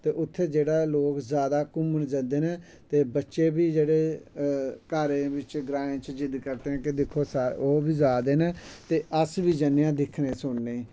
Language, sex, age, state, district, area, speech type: Dogri, male, 45-60, Jammu and Kashmir, Samba, rural, spontaneous